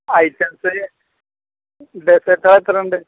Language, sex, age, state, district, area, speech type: Malayalam, male, 18-30, Kerala, Malappuram, urban, conversation